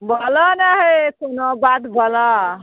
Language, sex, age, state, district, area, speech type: Maithili, female, 45-60, Bihar, Araria, rural, conversation